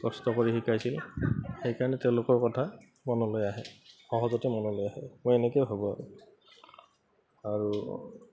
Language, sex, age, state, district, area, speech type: Assamese, male, 30-45, Assam, Goalpara, urban, spontaneous